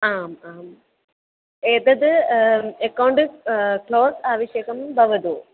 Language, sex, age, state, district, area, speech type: Sanskrit, female, 18-30, Kerala, Kozhikode, rural, conversation